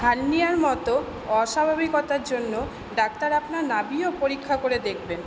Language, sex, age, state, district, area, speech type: Bengali, female, 60+, West Bengal, Purba Bardhaman, urban, read